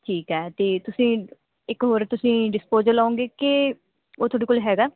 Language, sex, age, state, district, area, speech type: Punjabi, female, 18-30, Punjab, Bathinda, rural, conversation